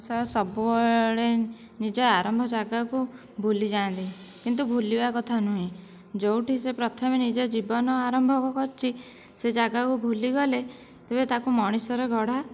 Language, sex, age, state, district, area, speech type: Odia, female, 30-45, Odisha, Dhenkanal, rural, spontaneous